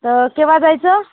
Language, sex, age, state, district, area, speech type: Marathi, female, 30-45, Maharashtra, Yavatmal, rural, conversation